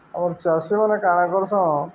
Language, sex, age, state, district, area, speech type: Odia, male, 30-45, Odisha, Balangir, urban, spontaneous